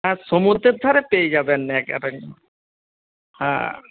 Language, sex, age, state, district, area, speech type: Bengali, male, 60+, West Bengal, Nadia, rural, conversation